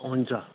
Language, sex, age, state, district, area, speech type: Nepali, male, 45-60, West Bengal, Kalimpong, rural, conversation